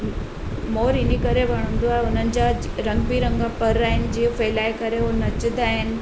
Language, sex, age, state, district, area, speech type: Sindhi, female, 45-60, Gujarat, Surat, urban, spontaneous